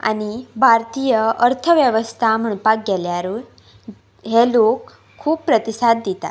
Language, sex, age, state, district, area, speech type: Goan Konkani, female, 18-30, Goa, Pernem, rural, spontaneous